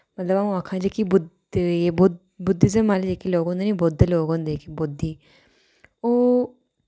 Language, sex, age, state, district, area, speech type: Dogri, female, 30-45, Jammu and Kashmir, Udhampur, urban, spontaneous